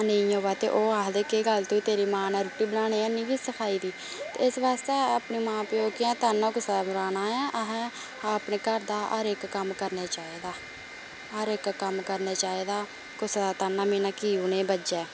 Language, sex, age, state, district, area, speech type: Dogri, female, 18-30, Jammu and Kashmir, Samba, rural, spontaneous